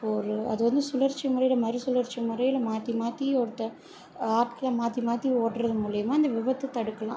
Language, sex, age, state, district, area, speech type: Tamil, female, 30-45, Tamil Nadu, Chennai, urban, spontaneous